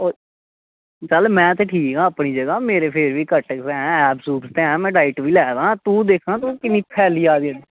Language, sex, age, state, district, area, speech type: Dogri, male, 18-30, Jammu and Kashmir, Jammu, urban, conversation